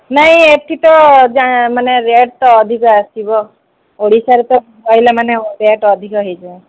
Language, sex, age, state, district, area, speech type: Odia, female, 30-45, Odisha, Sundergarh, urban, conversation